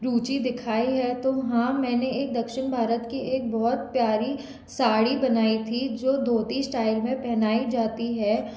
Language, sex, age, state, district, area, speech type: Hindi, female, 18-30, Madhya Pradesh, Jabalpur, urban, spontaneous